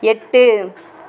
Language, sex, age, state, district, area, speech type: Tamil, female, 18-30, Tamil Nadu, Mayiladuthurai, rural, read